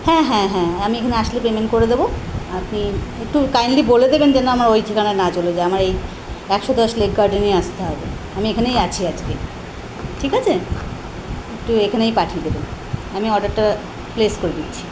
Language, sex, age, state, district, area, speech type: Bengali, female, 45-60, West Bengal, Kolkata, urban, spontaneous